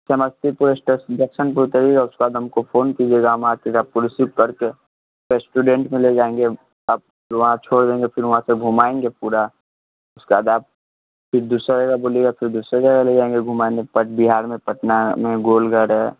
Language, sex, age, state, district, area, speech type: Hindi, male, 18-30, Bihar, Vaishali, urban, conversation